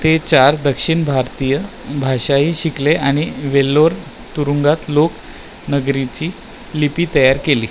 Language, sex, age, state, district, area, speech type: Marathi, male, 30-45, Maharashtra, Nagpur, urban, read